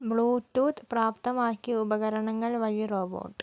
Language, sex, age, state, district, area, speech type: Malayalam, female, 30-45, Kerala, Kozhikode, urban, read